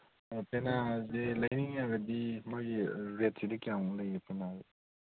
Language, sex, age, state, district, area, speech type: Manipuri, male, 30-45, Manipur, Kangpokpi, urban, conversation